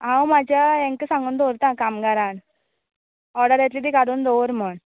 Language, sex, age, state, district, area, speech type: Goan Konkani, female, 18-30, Goa, Canacona, rural, conversation